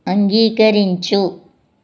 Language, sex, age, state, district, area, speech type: Telugu, female, 45-60, Andhra Pradesh, Anakapalli, rural, read